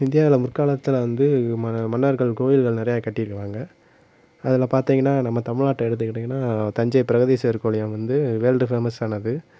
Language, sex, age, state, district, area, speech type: Tamil, male, 18-30, Tamil Nadu, Madurai, urban, spontaneous